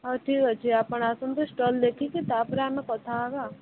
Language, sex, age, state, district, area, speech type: Odia, female, 30-45, Odisha, Subarnapur, urban, conversation